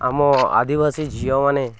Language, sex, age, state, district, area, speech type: Odia, male, 45-60, Odisha, Koraput, urban, spontaneous